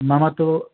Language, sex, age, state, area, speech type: Sanskrit, male, 45-60, Tamil Nadu, rural, conversation